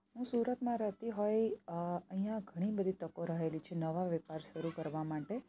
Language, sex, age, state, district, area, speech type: Gujarati, female, 30-45, Gujarat, Surat, rural, spontaneous